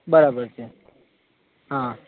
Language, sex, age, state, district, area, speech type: Gujarati, male, 30-45, Gujarat, Ahmedabad, urban, conversation